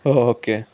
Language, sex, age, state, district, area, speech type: Kannada, male, 18-30, Karnataka, Chitradurga, rural, spontaneous